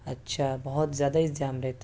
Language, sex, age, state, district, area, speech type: Urdu, male, 18-30, Delhi, South Delhi, urban, spontaneous